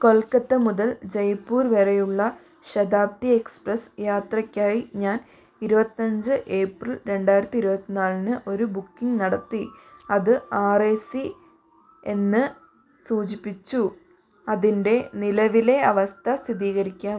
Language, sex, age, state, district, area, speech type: Malayalam, female, 45-60, Kerala, Wayanad, rural, read